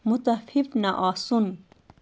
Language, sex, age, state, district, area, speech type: Kashmiri, female, 30-45, Jammu and Kashmir, Bandipora, rural, read